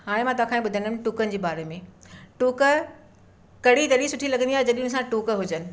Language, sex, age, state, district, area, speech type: Sindhi, female, 60+, Maharashtra, Mumbai Suburban, urban, spontaneous